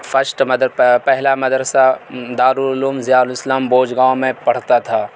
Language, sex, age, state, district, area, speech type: Urdu, male, 18-30, Delhi, South Delhi, urban, spontaneous